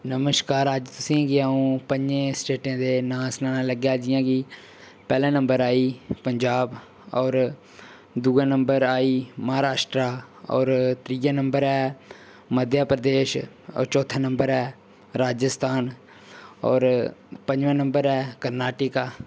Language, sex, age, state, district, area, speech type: Dogri, male, 18-30, Jammu and Kashmir, Udhampur, rural, spontaneous